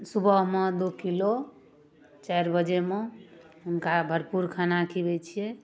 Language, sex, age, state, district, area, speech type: Maithili, female, 30-45, Bihar, Darbhanga, rural, spontaneous